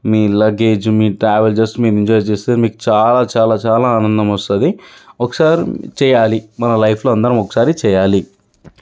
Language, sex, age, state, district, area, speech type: Telugu, male, 30-45, Telangana, Sangareddy, urban, spontaneous